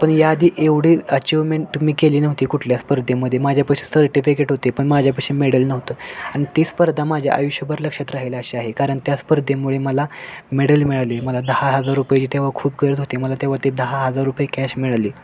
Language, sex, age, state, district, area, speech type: Marathi, male, 18-30, Maharashtra, Sangli, urban, spontaneous